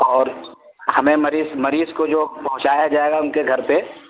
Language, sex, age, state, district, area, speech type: Urdu, male, 18-30, Bihar, Purnia, rural, conversation